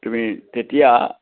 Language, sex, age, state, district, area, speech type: Assamese, male, 60+, Assam, Kamrup Metropolitan, urban, conversation